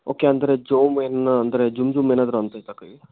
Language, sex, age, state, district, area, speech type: Kannada, male, 18-30, Karnataka, Koppal, rural, conversation